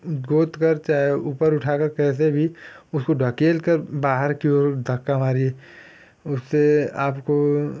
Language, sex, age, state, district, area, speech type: Hindi, male, 18-30, Uttar Pradesh, Ghazipur, rural, spontaneous